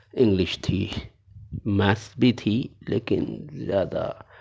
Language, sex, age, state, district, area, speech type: Urdu, male, 30-45, Telangana, Hyderabad, urban, spontaneous